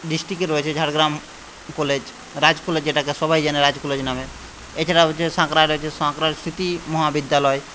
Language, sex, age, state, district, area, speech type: Bengali, male, 30-45, West Bengal, Jhargram, rural, spontaneous